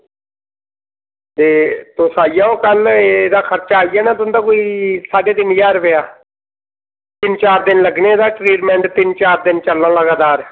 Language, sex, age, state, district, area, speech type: Dogri, male, 30-45, Jammu and Kashmir, Reasi, rural, conversation